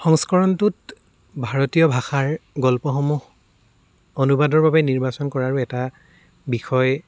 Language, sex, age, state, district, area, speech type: Assamese, male, 18-30, Assam, Dibrugarh, rural, spontaneous